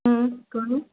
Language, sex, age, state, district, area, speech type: Sindhi, female, 18-30, Gujarat, Junagadh, rural, conversation